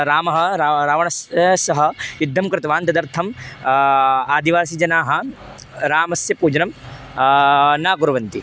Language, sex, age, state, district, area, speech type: Sanskrit, male, 18-30, Madhya Pradesh, Chhindwara, urban, spontaneous